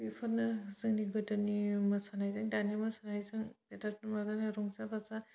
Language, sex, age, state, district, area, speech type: Bodo, female, 18-30, Assam, Udalguri, urban, spontaneous